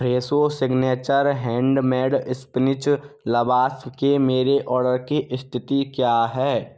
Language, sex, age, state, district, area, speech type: Hindi, male, 45-60, Rajasthan, Karauli, rural, read